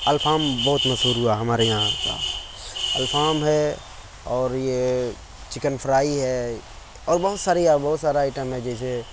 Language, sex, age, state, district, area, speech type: Urdu, male, 30-45, Uttar Pradesh, Mau, urban, spontaneous